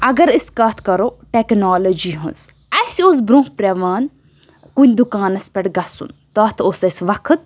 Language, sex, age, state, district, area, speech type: Kashmiri, female, 18-30, Jammu and Kashmir, Budgam, rural, spontaneous